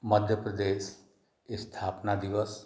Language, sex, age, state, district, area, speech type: Hindi, male, 60+, Madhya Pradesh, Balaghat, rural, spontaneous